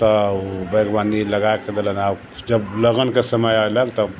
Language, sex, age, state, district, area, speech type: Maithili, male, 45-60, Bihar, Sitamarhi, rural, spontaneous